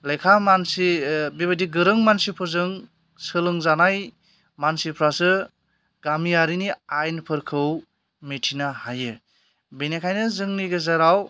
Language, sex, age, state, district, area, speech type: Bodo, male, 18-30, Assam, Chirang, rural, spontaneous